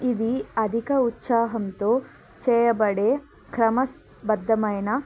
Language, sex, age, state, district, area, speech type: Telugu, female, 18-30, Andhra Pradesh, Annamaya, rural, spontaneous